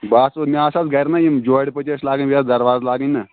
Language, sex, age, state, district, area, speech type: Kashmiri, male, 18-30, Jammu and Kashmir, Kulgam, rural, conversation